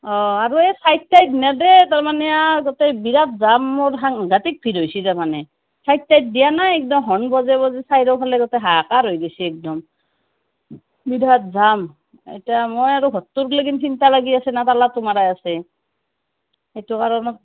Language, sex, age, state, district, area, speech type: Assamese, female, 30-45, Assam, Nalbari, rural, conversation